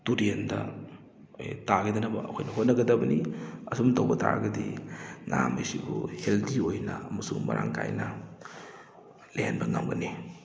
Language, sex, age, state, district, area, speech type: Manipuri, male, 30-45, Manipur, Kakching, rural, spontaneous